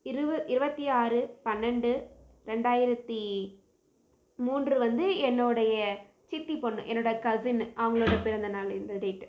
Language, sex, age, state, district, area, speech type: Tamil, female, 18-30, Tamil Nadu, Krishnagiri, rural, spontaneous